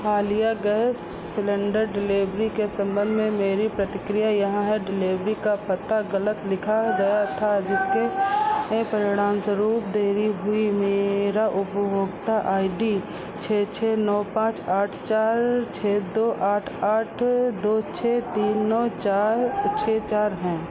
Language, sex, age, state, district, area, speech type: Hindi, female, 45-60, Uttar Pradesh, Sitapur, rural, read